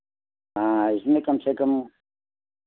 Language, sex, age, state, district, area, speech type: Hindi, male, 60+, Uttar Pradesh, Lucknow, rural, conversation